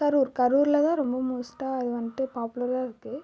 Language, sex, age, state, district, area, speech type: Tamil, female, 18-30, Tamil Nadu, Karur, rural, spontaneous